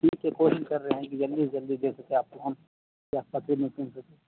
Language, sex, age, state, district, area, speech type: Urdu, male, 30-45, Bihar, Supaul, urban, conversation